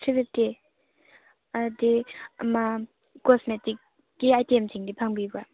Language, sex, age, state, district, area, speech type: Manipuri, female, 18-30, Manipur, Churachandpur, rural, conversation